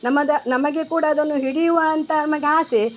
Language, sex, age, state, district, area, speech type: Kannada, female, 60+, Karnataka, Udupi, rural, spontaneous